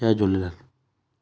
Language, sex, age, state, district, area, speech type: Sindhi, male, 30-45, Gujarat, Surat, urban, spontaneous